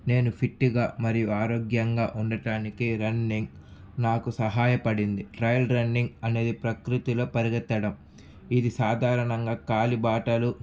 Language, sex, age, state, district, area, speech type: Telugu, male, 18-30, Andhra Pradesh, Sri Balaji, urban, spontaneous